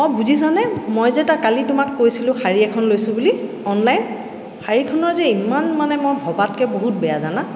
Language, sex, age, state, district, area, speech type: Assamese, female, 45-60, Assam, Tinsukia, rural, spontaneous